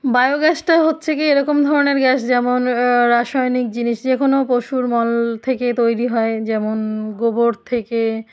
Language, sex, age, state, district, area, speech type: Bengali, female, 45-60, West Bengal, South 24 Parganas, rural, spontaneous